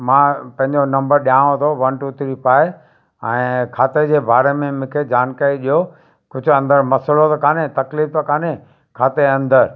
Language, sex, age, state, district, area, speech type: Sindhi, male, 45-60, Gujarat, Kutch, urban, spontaneous